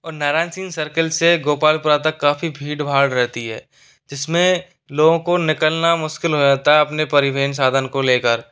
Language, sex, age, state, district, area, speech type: Hindi, male, 45-60, Rajasthan, Jaipur, urban, spontaneous